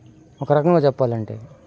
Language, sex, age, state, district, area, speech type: Telugu, male, 30-45, Andhra Pradesh, Bapatla, rural, spontaneous